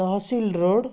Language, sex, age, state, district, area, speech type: Odia, male, 18-30, Odisha, Bhadrak, rural, spontaneous